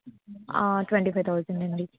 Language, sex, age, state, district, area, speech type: Telugu, female, 18-30, Andhra Pradesh, N T Rama Rao, urban, conversation